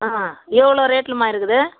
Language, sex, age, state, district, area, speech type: Tamil, female, 30-45, Tamil Nadu, Vellore, urban, conversation